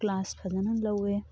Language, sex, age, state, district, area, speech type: Manipuri, female, 18-30, Manipur, Thoubal, rural, spontaneous